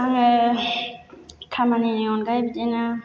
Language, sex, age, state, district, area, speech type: Bodo, female, 30-45, Assam, Chirang, rural, spontaneous